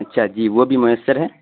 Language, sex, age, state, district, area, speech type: Urdu, male, 18-30, Bihar, Purnia, rural, conversation